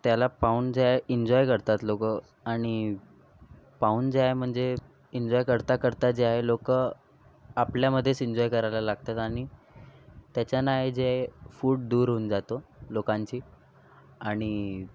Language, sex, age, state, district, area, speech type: Marathi, male, 18-30, Maharashtra, Nagpur, urban, spontaneous